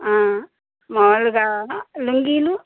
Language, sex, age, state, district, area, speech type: Telugu, female, 45-60, Andhra Pradesh, Bapatla, urban, conversation